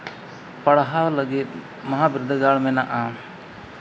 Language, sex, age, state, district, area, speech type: Santali, male, 30-45, Jharkhand, East Singhbhum, rural, spontaneous